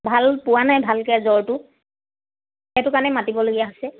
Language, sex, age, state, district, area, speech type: Assamese, female, 30-45, Assam, Dibrugarh, rural, conversation